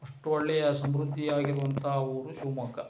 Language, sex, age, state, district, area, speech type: Kannada, male, 60+, Karnataka, Shimoga, rural, spontaneous